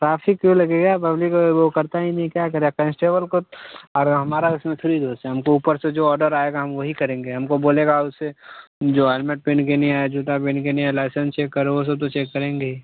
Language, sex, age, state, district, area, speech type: Hindi, male, 18-30, Bihar, Muzaffarpur, rural, conversation